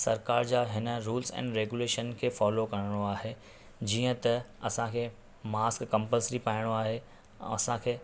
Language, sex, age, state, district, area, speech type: Sindhi, male, 30-45, Maharashtra, Thane, urban, spontaneous